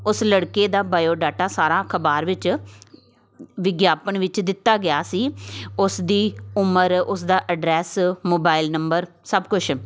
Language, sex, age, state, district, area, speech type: Punjabi, female, 30-45, Punjab, Tarn Taran, urban, spontaneous